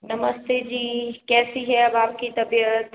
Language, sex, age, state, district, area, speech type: Hindi, female, 60+, Rajasthan, Jodhpur, urban, conversation